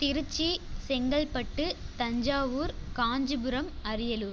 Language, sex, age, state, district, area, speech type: Tamil, female, 18-30, Tamil Nadu, Tiruchirappalli, rural, spontaneous